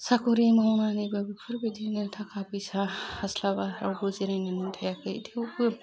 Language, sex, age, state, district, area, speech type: Bodo, female, 30-45, Assam, Udalguri, urban, spontaneous